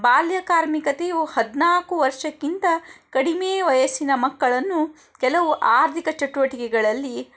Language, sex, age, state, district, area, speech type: Kannada, female, 30-45, Karnataka, Shimoga, rural, spontaneous